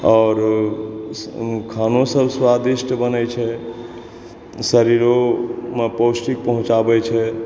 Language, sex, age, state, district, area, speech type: Maithili, male, 30-45, Bihar, Supaul, rural, spontaneous